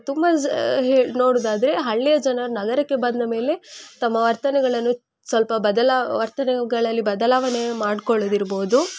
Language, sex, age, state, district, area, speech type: Kannada, female, 18-30, Karnataka, Udupi, rural, spontaneous